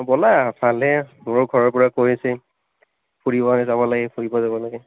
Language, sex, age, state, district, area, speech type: Assamese, male, 18-30, Assam, Morigaon, rural, conversation